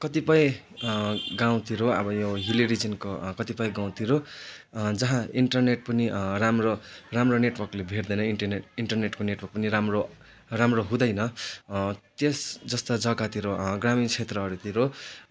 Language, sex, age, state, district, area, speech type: Nepali, male, 18-30, West Bengal, Darjeeling, rural, spontaneous